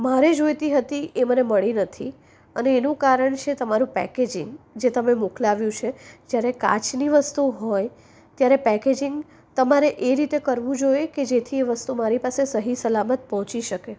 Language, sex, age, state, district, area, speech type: Gujarati, female, 30-45, Gujarat, Anand, urban, spontaneous